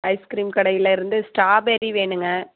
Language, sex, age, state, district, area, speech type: Tamil, female, 30-45, Tamil Nadu, Coimbatore, rural, conversation